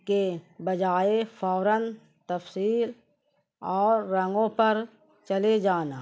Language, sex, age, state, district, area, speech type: Urdu, female, 45-60, Bihar, Gaya, urban, spontaneous